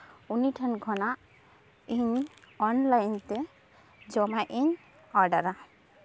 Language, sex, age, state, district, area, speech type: Santali, female, 18-30, West Bengal, Jhargram, rural, spontaneous